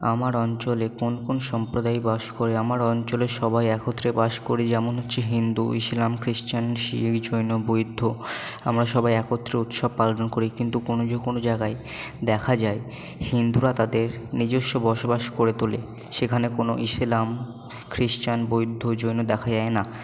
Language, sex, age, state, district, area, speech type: Bengali, male, 18-30, West Bengal, Purba Bardhaman, urban, spontaneous